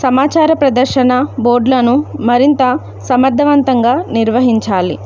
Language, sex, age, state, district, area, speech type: Telugu, female, 18-30, Andhra Pradesh, Alluri Sitarama Raju, rural, spontaneous